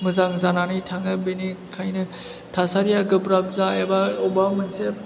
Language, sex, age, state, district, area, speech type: Bodo, male, 18-30, Assam, Chirang, rural, spontaneous